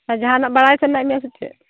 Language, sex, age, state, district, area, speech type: Santali, female, 45-60, West Bengal, Purba Bardhaman, rural, conversation